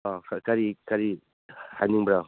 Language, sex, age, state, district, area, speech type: Manipuri, male, 60+, Manipur, Churachandpur, rural, conversation